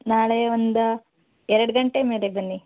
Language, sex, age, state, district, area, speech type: Kannada, female, 30-45, Karnataka, Tumkur, rural, conversation